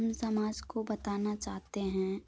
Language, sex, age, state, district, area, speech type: Hindi, female, 18-30, Uttar Pradesh, Prayagraj, rural, spontaneous